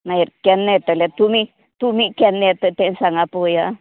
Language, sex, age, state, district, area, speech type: Goan Konkani, female, 60+, Goa, Canacona, rural, conversation